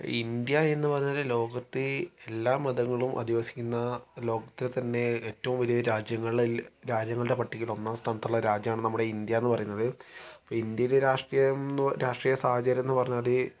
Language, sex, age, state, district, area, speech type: Malayalam, male, 18-30, Kerala, Wayanad, rural, spontaneous